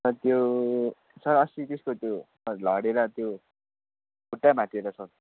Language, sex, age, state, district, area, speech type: Nepali, male, 18-30, West Bengal, Darjeeling, rural, conversation